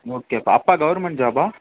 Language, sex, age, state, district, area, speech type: Tamil, male, 60+, Tamil Nadu, Tiruvarur, rural, conversation